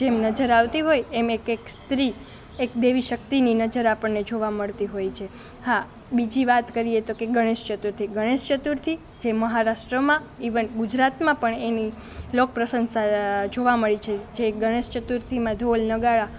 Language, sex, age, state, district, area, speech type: Gujarati, female, 18-30, Gujarat, Rajkot, rural, spontaneous